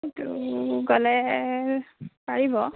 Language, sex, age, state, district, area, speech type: Assamese, female, 30-45, Assam, Darrang, rural, conversation